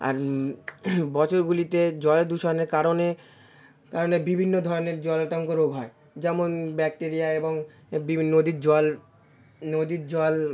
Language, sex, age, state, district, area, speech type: Bengali, male, 18-30, West Bengal, South 24 Parganas, rural, spontaneous